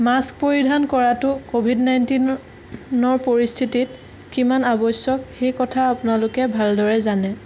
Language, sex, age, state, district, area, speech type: Assamese, female, 18-30, Assam, Sonitpur, rural, spontaneous